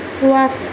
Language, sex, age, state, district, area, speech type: Urdu, female, 18-30, Uttar Pradesh, Gautam Buddha Nagar, rural, read